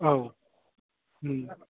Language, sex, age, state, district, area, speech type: Bodo, male, 30-45, Assam, Udalguri, urban, conversation